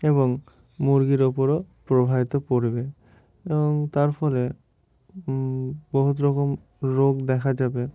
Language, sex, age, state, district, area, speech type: Bengali, male, 18-30, West Bengal, Murshidabad, urban, spontaneous